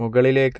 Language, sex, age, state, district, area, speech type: Malayalam, male, 45-60, Kerala, Kozhikode, urban, read